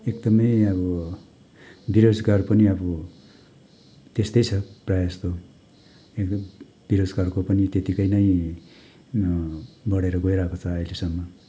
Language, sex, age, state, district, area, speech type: Nepali, male, 45-60, West Bengal, Kalimpong, rural, spontaneous